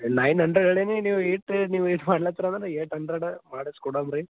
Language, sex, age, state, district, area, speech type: Kannada, male, 18-30, Karnataka, Gulbarga, urban, conversation